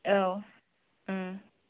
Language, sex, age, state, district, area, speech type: Bodo, female, 30-45, Assam, Kokrajhar, rural, conversation